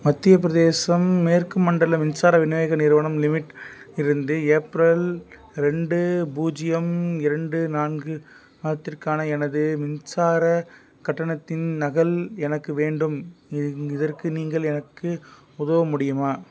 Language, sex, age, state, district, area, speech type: Tamil, male, 18-30, Tamil Nadu, Tiruppur, rural, read